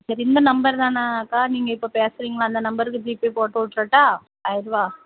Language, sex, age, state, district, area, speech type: Tamil, female, 30-45, Tamil Nadu, Thoothukudi, rural, conversation